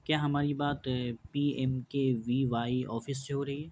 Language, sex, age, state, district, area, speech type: Urdu, male, 18-30, Bihar, Gaya, urban, spontaneous